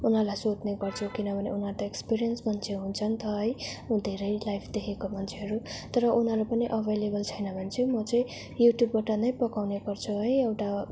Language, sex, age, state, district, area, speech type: Nepali, female, 18-30, West Bengal, Darjeeling, rural, spontaneous